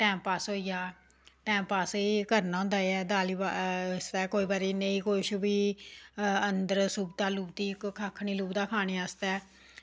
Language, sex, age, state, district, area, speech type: Dogri, female, 45-60, Jammu and Kashmir, Samba, rural, spontaneous